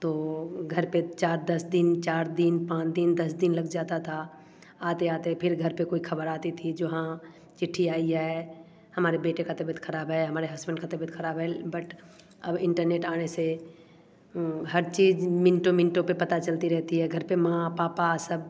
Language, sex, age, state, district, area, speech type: Hindi, female, 30-45, Bihar, Samastipur, urban, spontaneous